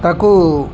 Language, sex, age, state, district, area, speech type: Odia, male, 45-60, Odisha, Kendujhar, urban, spontaneous